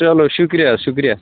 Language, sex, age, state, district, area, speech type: Kashmiri, male, 30-45, Jammu and Kashmir, Bandipora, rural, conversation